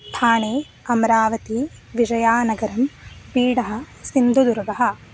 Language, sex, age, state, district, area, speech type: Sanskrit, female, 18-30, Maharashtra, Sindhudurg, rural, spontaneous